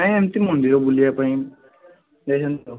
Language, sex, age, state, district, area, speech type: Odia, male, 18-30, Odisha, Balasore, rural, conversation